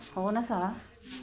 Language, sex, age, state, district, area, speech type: Assamese, female, 45-60, Assam, Udalguri, rural, spontaneous